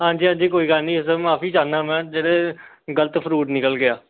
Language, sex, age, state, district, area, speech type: Punjabi, male, 18-30, Punjab, Pathankot, rural, conversation